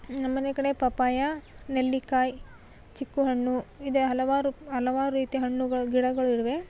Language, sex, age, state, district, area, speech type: Kannada, female, 18-30, Karnataka, Koppal, urban, spontaneous